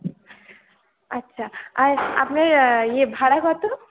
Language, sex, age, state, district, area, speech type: Bengali, female, 45-60, West Bengal, Purulia, urban, conversation